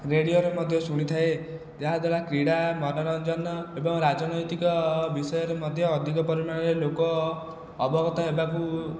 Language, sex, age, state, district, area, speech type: Odia, male, 18-30, Odisha, Khordha, rural, spontaneous